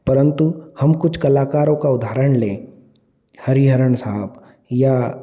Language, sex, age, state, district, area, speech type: Hindi, male, 30-45, Madhya Pradesh, Ujjain, urban, spontaneous